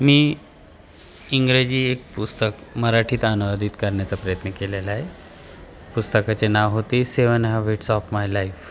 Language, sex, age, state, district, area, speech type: Marathi, male, 45-60, Maharashtra, Nashik, urban, spontaneous